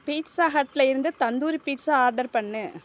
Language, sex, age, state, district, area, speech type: Tamil, female, 30-45, Tamil Nadu, Dharmapuri, rural, read